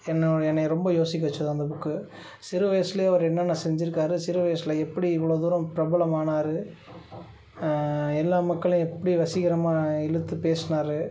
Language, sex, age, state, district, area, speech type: Tamil, male, 30-45, Tamil Nadu, Tiruchirappalli, rural, spontaneous